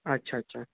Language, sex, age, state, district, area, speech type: Marathi, male, 18-30, Maharashtra, Wardha, rural, conversation